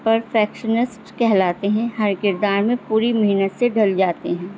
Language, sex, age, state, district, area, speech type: Urdu, female, 45-60, Delhi, North East Delhi, urban, spontaneous